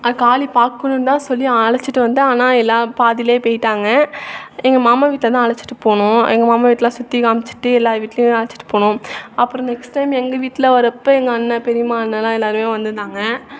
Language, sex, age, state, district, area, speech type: Tamil, female, 18-30, Tamil Nadu, Thanjavur, urban, spontaneous